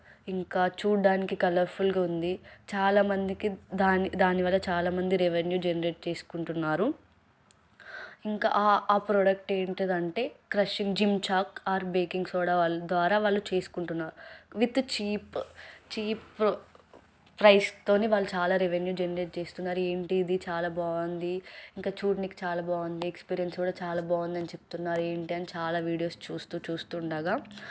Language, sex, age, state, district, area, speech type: Telugu, female, 18-30, Telangana, Nirmal, rural, spontaneous